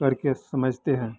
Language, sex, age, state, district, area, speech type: Hindi, male, 60+, Bihar, Madhepura, rural, spontaneous